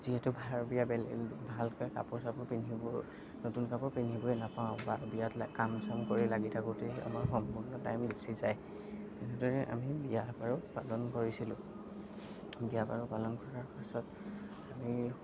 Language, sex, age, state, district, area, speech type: Assamese, male, 30-45, Assam, Darrang, rural, spontaneous